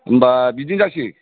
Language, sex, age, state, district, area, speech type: Bodo, male, 45-60, Assam, Kokrajhar, rural, conversation